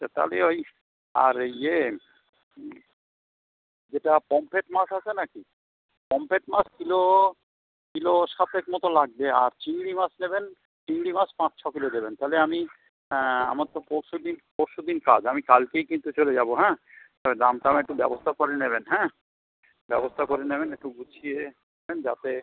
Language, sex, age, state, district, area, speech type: Bengali, male, 45-60, West Bengal, Howrah, urban, conversation